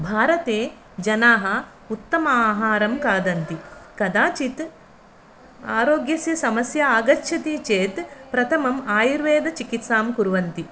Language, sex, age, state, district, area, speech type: Sanskrit, female, 45-60, Karnataka, Dakshina Kannada, rural, spontaneous